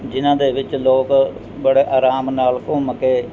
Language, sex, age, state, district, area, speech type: Punjabi, male, 60+, Punjab, Mohali, rural, spontaneous